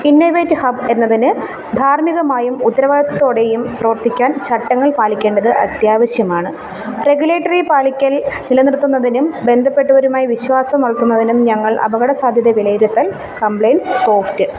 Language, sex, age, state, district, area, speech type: Malayalam, female, 30-45, Kerala, Kollam, rural, read